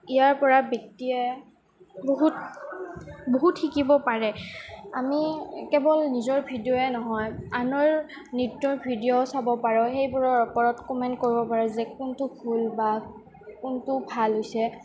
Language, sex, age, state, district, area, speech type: Assamese, female, 18-30, Assam, Goalpara, urban, spontaneous